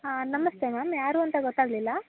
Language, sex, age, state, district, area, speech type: Kannada, female, 18-30, Karnataka, Chikkamagaluru, urban, conversation